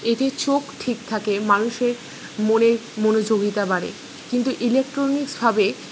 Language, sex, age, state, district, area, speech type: Bengali, female, 45-60, West Bengal, Purba Bardhaman, urban, spontaneous